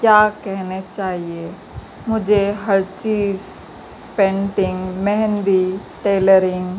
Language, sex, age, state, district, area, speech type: Urdu, female, 30-45, Telangana, Hyderabad, urban, spontaneous